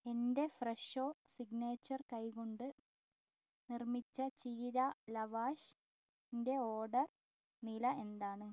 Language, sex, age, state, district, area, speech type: Malayalam, female, 18-30, Kerala, Wayanad, rural, read